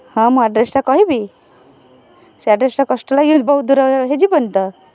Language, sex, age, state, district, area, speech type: Odia, female, 45-60, Odisha, Kendrapara, urban, spontaneous